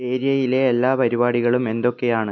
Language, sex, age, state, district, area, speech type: Malayalam, male, 18-30, Kerala, Kannur, rural, read